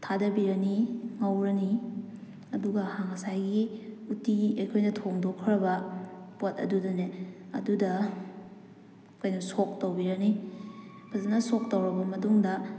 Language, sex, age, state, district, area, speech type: Manipuri, female, 18-30, Manipur, Kakching, rural, spontaneous